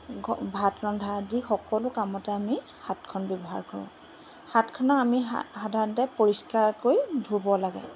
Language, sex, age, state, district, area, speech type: Assamese, female, 45-60, Assam, Golaghat, urban, spontaneous